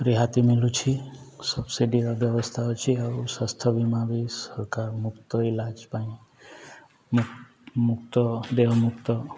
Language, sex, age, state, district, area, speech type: Odia, male, 30-45, Odisha, Nuapada, urban, spontaneous